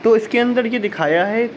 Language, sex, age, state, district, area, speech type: Urdu, male, 18-30, Uttar Pradesh, Shahjahanpur, urban, spontaneous